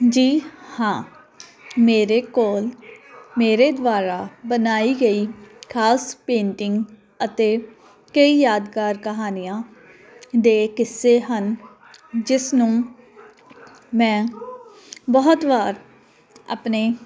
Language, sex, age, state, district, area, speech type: Punjabi, female, 30-45, Punjab, Jalandhar, urban, spontaneous